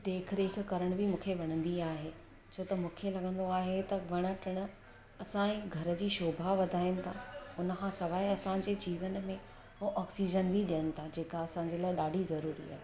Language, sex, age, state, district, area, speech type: Sindhi, female, 45-60, Gujarat, Surat, urban, spontaneous